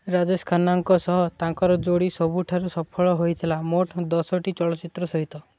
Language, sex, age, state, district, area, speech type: Odia, male, 18-30, Odisha, Malkangiri, urban, read